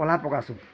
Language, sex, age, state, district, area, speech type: Odia, male, 60+, Odisha, Bargarh, urban, spontaneous